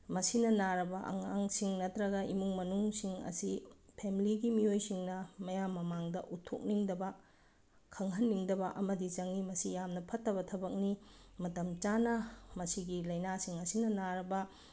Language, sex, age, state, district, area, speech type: Manipuri, female, 30-45, Manipur, Bishnupur, rural, spontaneous